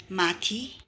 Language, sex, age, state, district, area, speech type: Nepali, female, 45-60, West Bengal, Darjeeling, rural, read